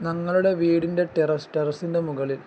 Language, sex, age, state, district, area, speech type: Malayalam, male, 18-30, Kerala, Kozhikode, rural, spontaneous